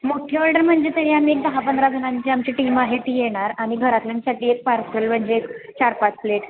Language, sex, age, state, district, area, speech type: Marathi, female, 18-30, Maharashtra, Kolhapur, urban, conversation